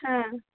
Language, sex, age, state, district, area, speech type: Bengali, female, 30-45, West Bengal, Purulia, urban, conversation